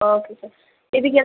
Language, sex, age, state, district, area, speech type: Tamil, female, 30-45, Tamil Nadu, Viluppuram, rural, conversation